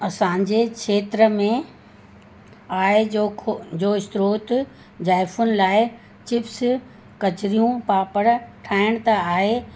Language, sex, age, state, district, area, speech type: Sindhi, female, 60+, Uttar Pradesh, Lucknow, urban, spontaneous